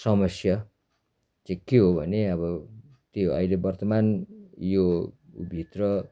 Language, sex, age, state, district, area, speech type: Nepali, male, 60+, West Bengal, Darjeeling, rural, spontaneous